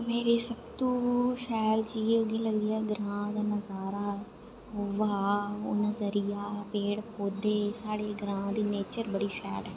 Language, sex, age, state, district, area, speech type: Dogri, female, 18-30, Jammu and Kashmir, Reasi, urban, spontaneous